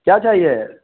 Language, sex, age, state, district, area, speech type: Hindi, male, 30-45, Bihar, Vaishali, urban, conversation